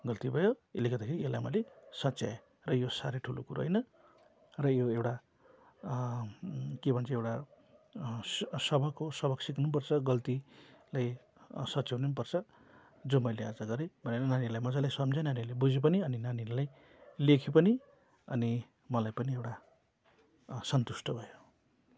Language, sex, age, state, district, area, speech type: Nepali, male, 45-60, West Bengal, Darjeeling, rural, spontaneous